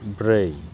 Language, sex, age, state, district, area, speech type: Bodo, male, 45-60, Assam, Chirang, rural, read